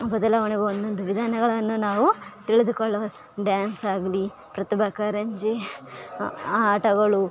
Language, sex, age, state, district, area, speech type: Kannada, female, 18-30, Karnataka, Bellary, rural, spontaneous